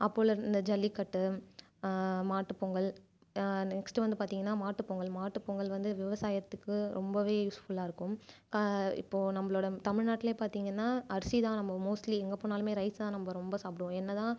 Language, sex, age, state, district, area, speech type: Tamil, female, 18-30, Tamil Nadu, Viluppuram, urban, spontaneous